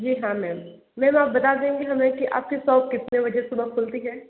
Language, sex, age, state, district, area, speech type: Hindi, female, 45-60, Uttar Pradesh, Sonbhadra, rural, conversation